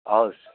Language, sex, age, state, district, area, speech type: Nepali, male, 30-45, West Bengal, Darjeeling, rural, conversation